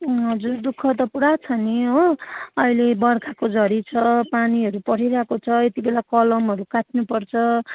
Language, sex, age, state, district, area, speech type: Nepali, female, 30-45, West Bengal, Jalpaiguri, urban, conversation